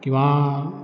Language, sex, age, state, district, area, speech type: Goan Konkani, male, 30-45, Goa, Ponda, rural, spontaneous